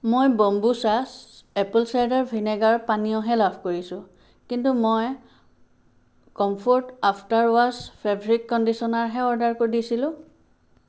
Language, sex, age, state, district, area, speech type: Assamese, female, 45-60, Assam, Sivasagar, rural, read